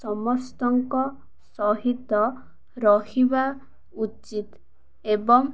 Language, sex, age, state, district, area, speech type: Odia, female, 18-30, Odisha, Ganjam, urban, spontaneous